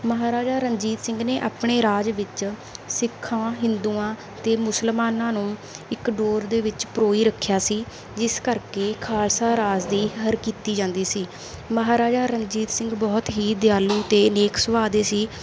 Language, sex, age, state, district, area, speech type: Punjabi, female, 18-30, Punjab, Mansa, rural, spontaneous